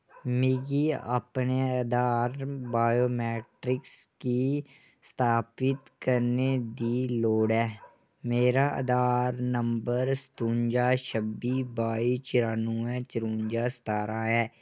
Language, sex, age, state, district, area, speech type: Dogri, male, 18-30, Jammu and Kashmir, Kathua, rural, read